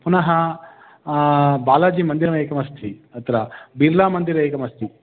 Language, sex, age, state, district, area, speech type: Sanskrit, male, 30-45, Telangana, Hyderabad, urban, conversation